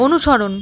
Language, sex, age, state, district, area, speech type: Bengali, female, 30-45, West Bengal, Malda, rural, read